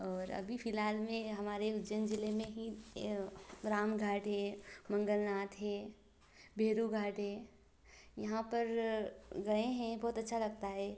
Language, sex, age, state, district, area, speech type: Hindi, female, 18-30, Madhya Pradesh, Ujjain, urban, spontaneous